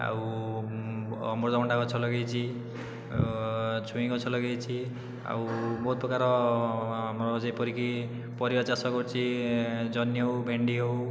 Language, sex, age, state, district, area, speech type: Odia, male, 18-30, Odisha, Khordha, rural, spontaneous